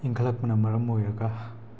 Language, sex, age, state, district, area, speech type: Manipuri, male, 18-30, Manipur, Tengnoupal, rural, spontaneous